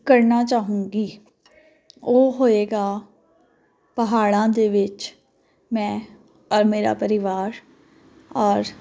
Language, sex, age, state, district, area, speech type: Punjabi, female, 30-45, Punjab, Jalandhar, urban, spontaneous